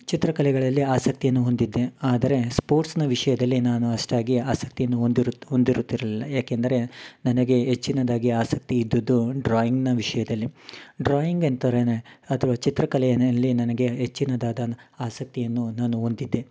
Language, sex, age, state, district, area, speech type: Kannada, male, 30-45, Karnataka, Mysore, urban, spontaneous